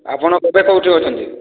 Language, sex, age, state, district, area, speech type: Odia, male, 18-30, Odisha, Boudh, rural, conversation